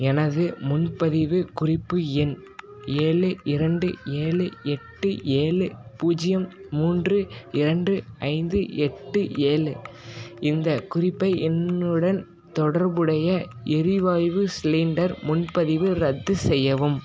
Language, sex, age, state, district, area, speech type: Tamil, male, 18-30, Tamil Nadu, Salem, rural, read